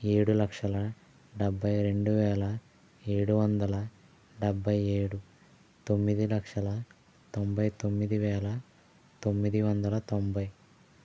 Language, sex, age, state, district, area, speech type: Telugu, male, 60+, Andhra Pradesh, Konaseema, urban, spontaneous